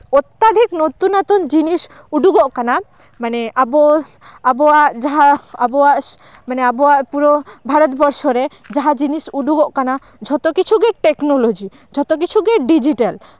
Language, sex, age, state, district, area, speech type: Santali, female, 18-30, West Bengal, Bankura, rural, spontaneous